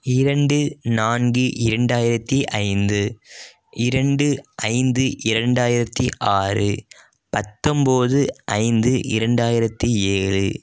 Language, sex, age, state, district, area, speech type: Tamil, male, 18-30, Tamil Nadu, Dharmapuri, urban, spontaneous